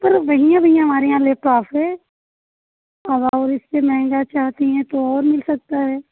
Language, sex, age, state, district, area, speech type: Hindi, female, 30-45, Uttar Pradesh, Prayagraj, urban, conversation